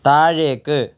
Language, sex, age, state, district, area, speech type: Malayalam, male, 18-30, Kerala, Kasaragod, urban, read